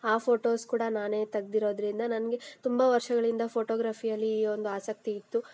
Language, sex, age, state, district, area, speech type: Kannada, female, 18-30, Karnataka, Kolar, rural, spontaneous